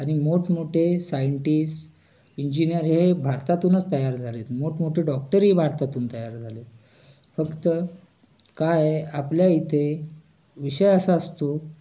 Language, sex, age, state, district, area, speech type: Marathi, male, 18-30, Maharashtra, Raigad, urban, spontaneous